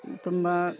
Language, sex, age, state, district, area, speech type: Kannada, female, 45-60, Karnataka, Dakshina Kannada, rural, spontaneous